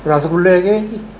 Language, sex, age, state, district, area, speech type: Punjabi, male, 60+, Punjab, Mohali, urban, spontaneous